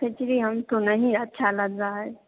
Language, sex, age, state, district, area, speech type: Maithili, female, 18-30, Bihar, Darbhanga, rural, conversation